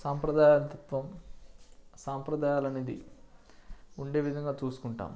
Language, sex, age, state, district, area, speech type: Telugu, male, 18-30, Telangana, Nalgonda, rural, spontaneous